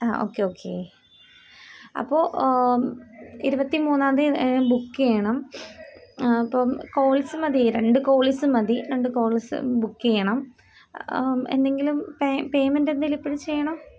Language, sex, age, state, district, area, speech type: Malayalam, female, 18-30, Kerala, Thiruvananthapuram, rural, spontaneous